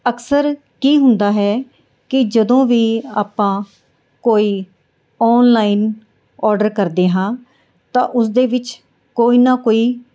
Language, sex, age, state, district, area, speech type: Punjabi, female, 45-60, Punjab, Mohali, urban, spontaneous